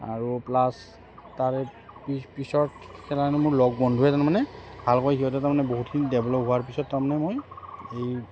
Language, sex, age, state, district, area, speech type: Assamese, male, 30-45, Assam, Udalguri, rural, spontaneous